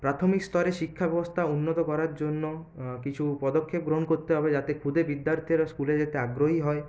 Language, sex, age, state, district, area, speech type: Bengali, male, 30-45, West Bengal, Purulia, urban, spontaneous